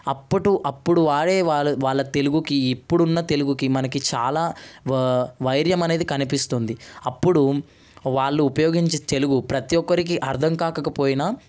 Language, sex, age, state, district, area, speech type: Telugu, male, 18-30, Telangana, Ranga Reddy, urban, spontaneous